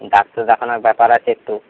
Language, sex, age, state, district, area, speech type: Bengali, male, 18-30, West Bengal, Howrah, urban, conversation